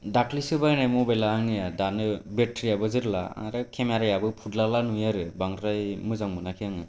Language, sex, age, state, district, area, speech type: Bodo, male, 18-30, Assam, Kokrajhar, urban, spontaneous